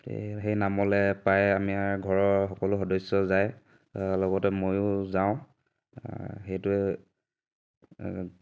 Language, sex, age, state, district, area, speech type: Assamese, male, 18-30, Assam, Dhemaji, rural, spontaneous